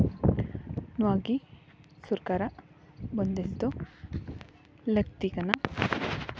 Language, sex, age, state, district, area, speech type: Santali, female, 18-30, West Bengal, Paschim Bardhaman, rural, spontaneous